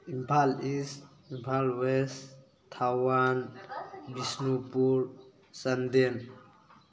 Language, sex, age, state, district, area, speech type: Manipuri, male, 18-30, Manipur, Thoubal, rural, spontaneous